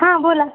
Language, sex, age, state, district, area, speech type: Marathi, female, 30-45, Maharashtra, Osmanabad, rural, conversation